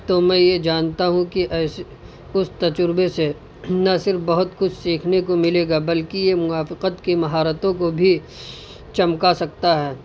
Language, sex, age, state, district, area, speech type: Urdu, male, 18-30, Uttar Pradesh, Saharanpur, urban, spontaneous